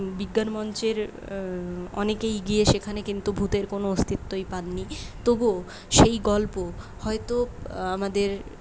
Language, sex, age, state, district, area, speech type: Bengali, female, 18-30, West Bengal, Purulia, urban, spontaneous